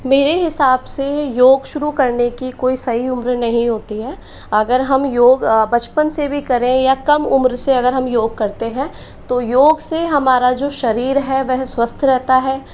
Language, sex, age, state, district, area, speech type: Hindi, female, 30-45, Rajasthan, Jaipur, urban, spontaneous